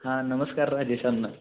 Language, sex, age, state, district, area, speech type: Marathi, male, 18-30, Maharashtra, Sangli, urban, conversation